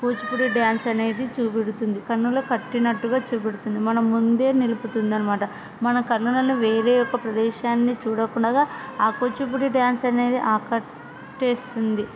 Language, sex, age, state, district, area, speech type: Telugu, female, 30-45, Andhra Pradesh, Kurnool, rural, spontaneous